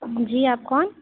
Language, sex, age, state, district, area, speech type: Urdu, female, 60+, Uttar Pradesh, Lucknow, urban, conversation